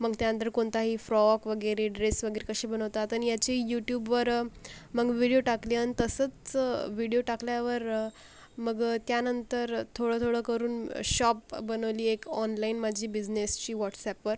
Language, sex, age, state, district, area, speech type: Marathi, female, 45-60, Maharashtra, Akola, rural, spontaneous